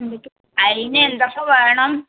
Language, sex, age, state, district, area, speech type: Malayalam, female, 60+, Kerala, Malappuram, rural, conversation